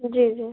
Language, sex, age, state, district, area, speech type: Hindi, female, 18-30, Madhya Pradesh, Betul, rural, conversation